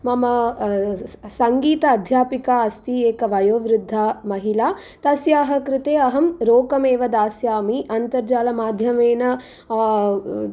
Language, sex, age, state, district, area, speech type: Sanskrit, female, 18-30, Andhra Pradesh, Guntur, urban, spontaneous